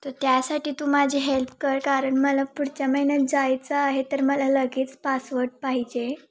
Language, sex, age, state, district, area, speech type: Marathi, female, 18-30, Maharashtra, Sangli, urban, spontaneous